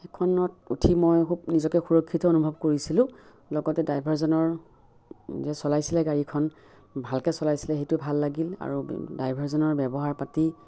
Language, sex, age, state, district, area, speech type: Assamese, female, 60+, Assam, Biswanath, rural, spontaneous